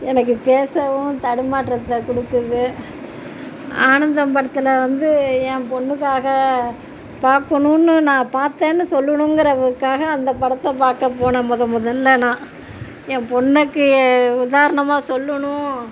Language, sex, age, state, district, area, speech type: Tamil, female, 45-60, Tamil Nadu, Tiruchirappalli, rural, spontaneous